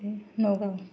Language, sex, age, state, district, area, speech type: Bodo, female, 30-45, Assam, Kokrajhar, rural, spontaneous